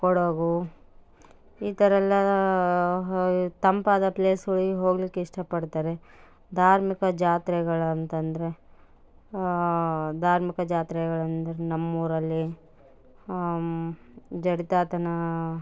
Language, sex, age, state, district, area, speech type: Kannada, female, 30-45, Karnataka, Bellary, rural, spontaneous